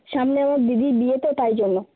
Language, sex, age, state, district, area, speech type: Bengali, female, 18-30, West Bengal, South 24 Parganas, rural, conversation